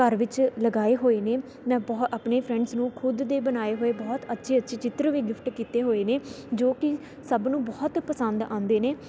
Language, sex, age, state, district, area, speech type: Punjabi, female, 18-30, Punjab, Tarn Taran, urban, spontaneous